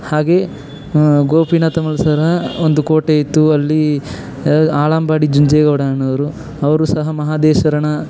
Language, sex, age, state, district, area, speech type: Kannada, male, 18-30, Karnataka, Chamarajanagar, urban, spontaneous